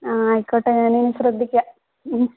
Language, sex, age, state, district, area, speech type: Malayalam, female, 18-30, Kerala, Kozhikode, urban, conversation